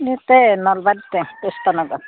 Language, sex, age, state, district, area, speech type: Assamese, female, 45-60, Assam, Udalguri, rural, conversation